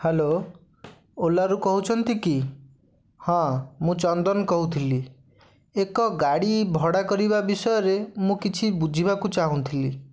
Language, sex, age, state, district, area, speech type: Odia, male, 30-45, Odisha, Bhadrak, rural, spontaneous